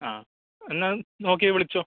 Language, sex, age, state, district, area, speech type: Malayalam, male, 18-30, Kerala, Kannur, rural, conversation